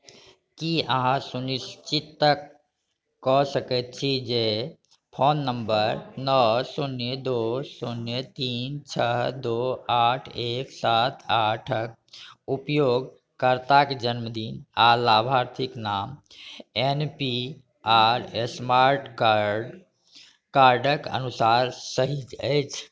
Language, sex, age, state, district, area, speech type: Maithili, male, 45-60, Bihar, Saharsa, rural, read